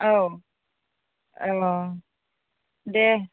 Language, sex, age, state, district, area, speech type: Bodo, female, 30-45, Assam, Udalguri, rural, conversation